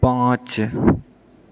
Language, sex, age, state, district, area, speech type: Maithili, male, 45-60, Bihar, Purnia, rural, read